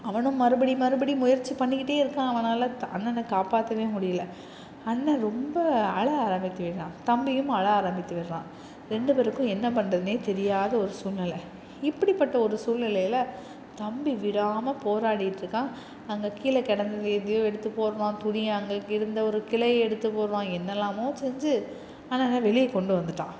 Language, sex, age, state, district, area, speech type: Tamil, female, 30-45, Tamil Nadu, Salem, urban, spontaneous